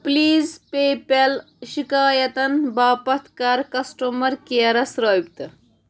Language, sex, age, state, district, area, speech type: Kashmiri, female, 30-45, Jammu and Kashmir, Pulwama, urban, read